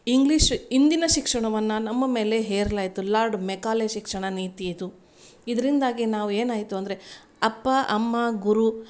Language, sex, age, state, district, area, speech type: Kannada, female, 45-60, Karnataka, Gulbarga, urban, spontaneous